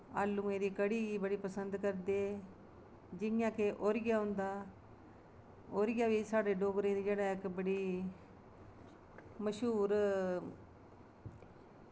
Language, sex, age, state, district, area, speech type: Dogri, female, 45-60, Jammu and Kashmir, Kathua, rural, spontaneous